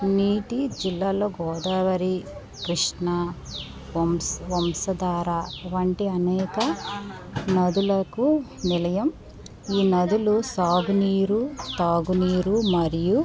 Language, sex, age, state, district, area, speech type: Telugu, female, 18-30, Andhra Pradesh, West Godavari, rural, spontaneous